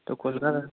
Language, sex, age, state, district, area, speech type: Bengali, male, 18-30, West Bengal, Bankura, rural, conversation